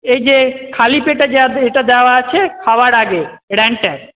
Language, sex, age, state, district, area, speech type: Bengali, male, 30-45, West Bengal, Paschim Bardhaman, urban, conversation